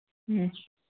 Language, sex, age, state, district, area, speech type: Manipuri, female, 45-60, Manipur, Kangpokpi, urban, conversation